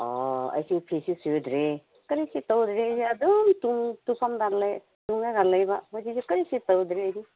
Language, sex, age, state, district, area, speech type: Manipuri, female, 45-60, Manipur, Senapati, rural, conversation